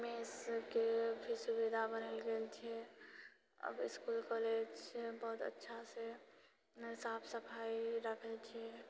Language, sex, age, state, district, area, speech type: Maithili, female, 45-60, Bihar, Purnia, rural, spontaneous